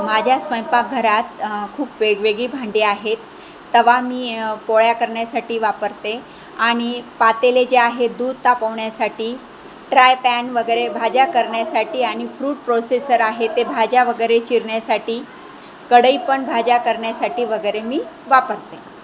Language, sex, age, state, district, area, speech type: Marathi, female, 45-60, Maharashtra, Jalna, rural, spontaneous